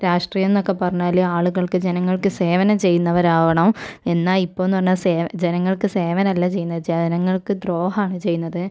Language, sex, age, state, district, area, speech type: Malayalam, female, 45-60, Kerala, Kozhikode, urban, spontaneous